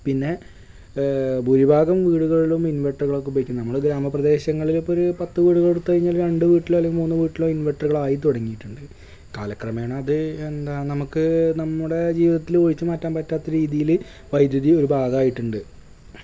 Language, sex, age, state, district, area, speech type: Malayalam, male, 18-30, Kerala, Malappuram, rural, spontaneous